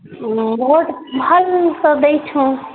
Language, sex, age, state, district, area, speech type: Odia, female, 18-30, Odisha, Nuapada, urban, conversation